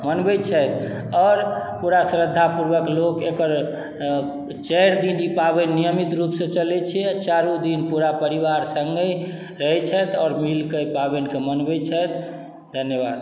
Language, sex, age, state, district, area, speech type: Maithili, male, 45-60, Bihar, Madhubani, rural, spontaneous